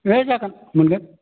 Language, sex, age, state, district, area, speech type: Bodo, male, 60+, Assam, Udalguri, rural, conversation